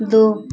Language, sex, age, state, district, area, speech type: Hindi, female, 18-30, Uttar Pradesh, Azamgarh, urban, read